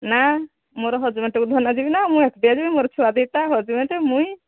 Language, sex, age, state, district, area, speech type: Odia, female, 45-60, Odisha, Angul, rural, conversation